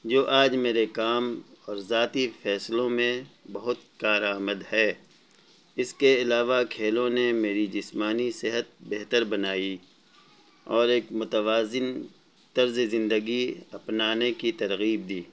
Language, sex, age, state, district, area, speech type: Urdu, male, 45-60, Bihar, Gaya, urban, spontaneous